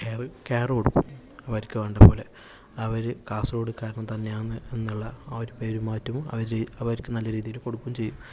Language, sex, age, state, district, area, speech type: Malayalam, male, 18-30, Kerala, Kasaragod, urban, spontaneous